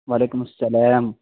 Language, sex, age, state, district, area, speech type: Urdu, male, 30-45, Bihar, Khagaria, rural, conversation